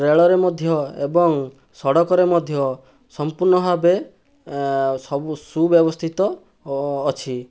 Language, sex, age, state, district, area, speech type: Odia, male, 18-30, Odisha, Balasore, rural, spontaneous